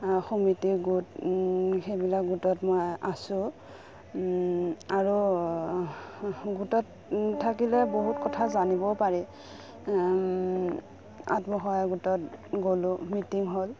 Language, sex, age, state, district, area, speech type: Assamese, female, 30-45, Assam, Udalguri, rural, spontaneous